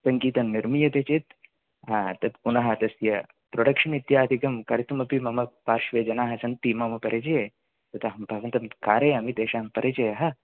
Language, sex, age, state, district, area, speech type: Sanskrit, male, 18-30, Kerala, Kannur, rural, conversation